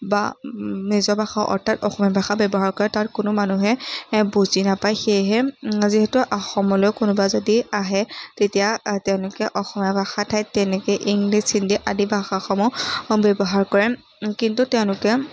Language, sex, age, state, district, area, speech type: Assamese, female, 18-30, Assam, Majuli, urban, spontaneous